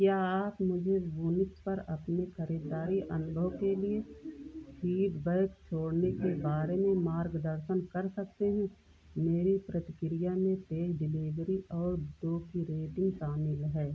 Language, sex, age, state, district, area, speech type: Hindi, female, 60+, Uttar Pradesh, Ayodhya, rural, read